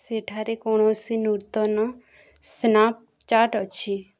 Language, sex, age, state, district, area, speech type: Odia, female, 30-45, Odisha, Balangir, urban, read